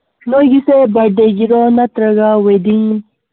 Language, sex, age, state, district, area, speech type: Manipuri, female, 18-30, Manipur, Kangpokpi, urban, conversation